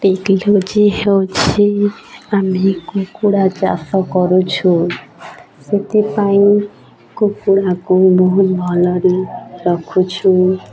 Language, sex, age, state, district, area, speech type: Odia, female, 18-30, Odisha, Nuapada, urban, spontaneous